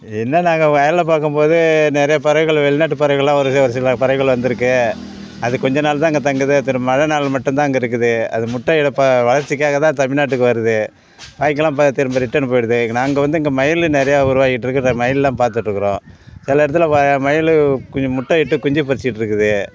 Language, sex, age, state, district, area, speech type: Tamil, male, 60+, Tamil Nadu, Ariyalur, rural, spontaneous